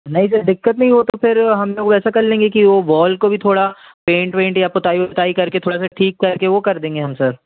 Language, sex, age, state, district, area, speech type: Hindi, male, 18-30, Madhya Pradesh, Jabalpur, urban, conversation